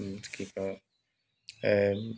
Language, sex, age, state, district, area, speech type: Assamese, male, 45-60, Assam, Dibrugarh, rural, spontaneous